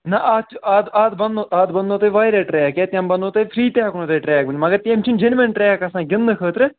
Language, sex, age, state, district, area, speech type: Kashmiri, female, 30-45, Jammu and Kashmir, Srinagar, urban, conversation